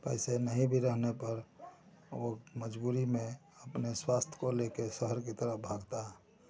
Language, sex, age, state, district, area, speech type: Hindi, male, 45-60, Bihar, Samastipur, rural, spontaneous